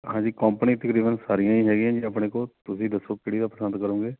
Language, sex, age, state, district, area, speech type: Punjabi, male, 30-45, Punjab, Shaheed Bhagat Singh Nagar, urban, conversation